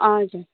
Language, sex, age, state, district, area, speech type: Nepali, female, 18-30, West Bengal, Kalimpong, rural, conversation